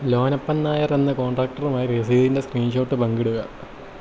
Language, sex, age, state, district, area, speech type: Malayalam, male, 18-30, Kerala, Kottayam, rural, read